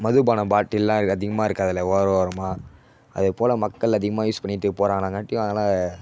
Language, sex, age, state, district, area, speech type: Tamil, male, 18-30, Tamil Nadu, Tiruvannamalai, urban, spontaneous